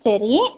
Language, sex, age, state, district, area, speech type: Tamil, female, 30-45, Tamil Nadu, Madurai, urban, conversation